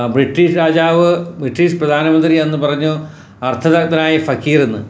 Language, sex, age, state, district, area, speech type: Malayalam, male, 60+, Kerala, Ernakulam, rural, spontaneous